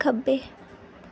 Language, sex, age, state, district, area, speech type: Punjabi, female, 18-30, Punjab, Mansa, urban, read